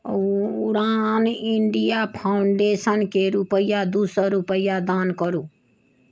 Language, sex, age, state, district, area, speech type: Maithili, female, 60+, Bihar, Sitamarhi, rural, read